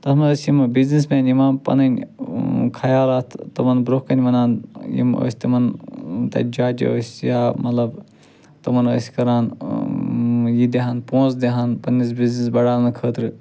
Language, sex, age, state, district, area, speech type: Kashmiri, male, 30-45, Jammu and Kashmir, Ganderbal, rural, spontaneous